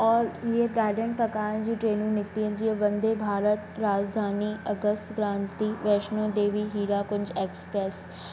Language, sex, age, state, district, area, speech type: Sindhi, female, 18-30, Madhya Pradesh, Katni, urban, spontaneous